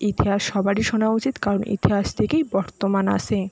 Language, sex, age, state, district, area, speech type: Bengali, female, 60+, West Bengal, Jhargram, rural, spontaneous